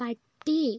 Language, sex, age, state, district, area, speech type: Malayalam, female, 45-60, Kerala, Kozhikode, urban, read